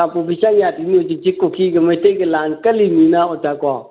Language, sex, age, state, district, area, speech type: Manipuri, male, 45-60, Manipur, Kangpokpi, urban, conversation